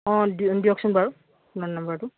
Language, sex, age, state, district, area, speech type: Assamese, female, 30-45, Assam, Golaghat, rural, conversation